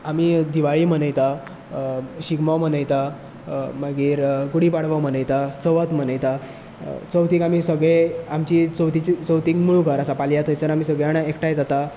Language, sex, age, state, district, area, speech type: Goan Konkani, male, 18-30, Goa, Bardez, rural, spontaneous